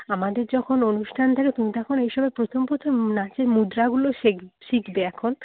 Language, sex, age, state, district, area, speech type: Bengali, female, 30-45, West Bengal, Paschim Medinipur, rural, conversation